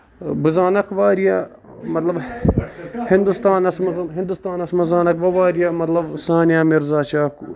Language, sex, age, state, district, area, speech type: Kashmiri, male, 18-30, Jammu and Kashmir, Budgam, rural, spontaneous